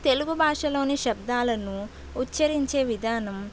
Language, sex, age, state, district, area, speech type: Telugu, female, 60+, Andhra Pradesh, East Godavari, urban, spontaneous